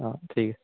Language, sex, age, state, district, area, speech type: Assamese, male, 18-30, Assam, Barpeta, rural, conversation